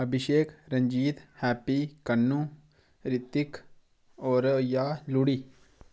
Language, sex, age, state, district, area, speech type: Dogri, male, 30-45, Jammu and Kashmir, Udhampur, rural, spontaneous